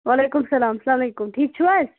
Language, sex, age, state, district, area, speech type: Kashmiri, other, 18-30, Jammu and Kashmir, Baramulla, rural, conversation